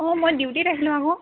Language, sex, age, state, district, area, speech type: Assamese, female, 18-30, Assam, Tinsukia, urban, conversation